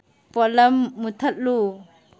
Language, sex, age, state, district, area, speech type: Manipuri, female, 45-60, Manipur, Kangpokpi, urban, read